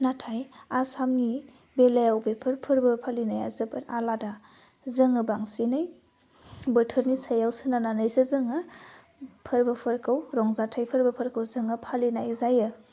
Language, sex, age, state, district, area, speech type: Bodo, female, 18-30, Assam, Udalguri, urban, spontaneous